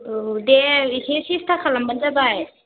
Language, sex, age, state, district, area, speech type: Bodo, female, 30-45, Assam, Udalguri, rural, conversation